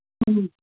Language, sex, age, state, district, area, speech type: Kannada, female, 30-45, Karnataka, Bellary, rural, conversation